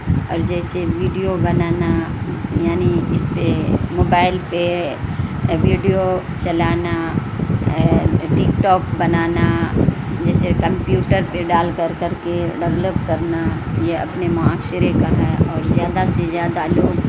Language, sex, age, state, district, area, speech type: Urdu, female, 60+, Bihar, Supaul, rural, spontaneous